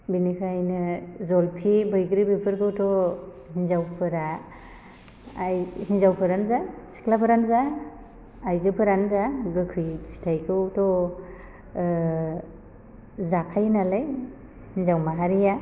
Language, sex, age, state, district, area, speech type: Bodo, female, 30-45, Assam, Chirang, rural, spontaneous